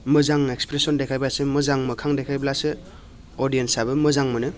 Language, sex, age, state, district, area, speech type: Bodo, male, 30-45, Assam, Baksa, urban, spontaneous